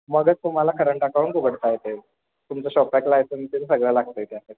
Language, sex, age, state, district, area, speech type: Marathi, male, 18-30, Maharashtra, Kolhapur, urban, conversation